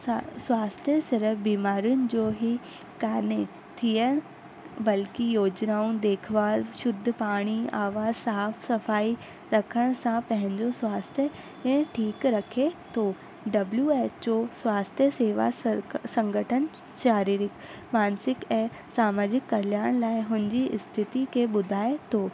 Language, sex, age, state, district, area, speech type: Sindhi, female, 18-30, Rajasthan, Ajmer, urban, spontaneous